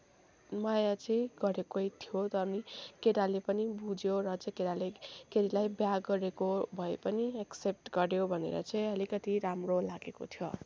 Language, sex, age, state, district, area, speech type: Nepali, female, 18-30, West Bengal, Kalimpong, rural, spontaneous